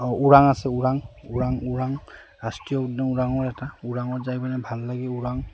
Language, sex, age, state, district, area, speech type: Assamese, male, 30-45, Assam, Udalguri, rural, spontaneous